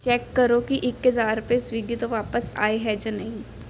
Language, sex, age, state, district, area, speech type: Punjabi, female, 18-30, Punjab, Mansa, urban, read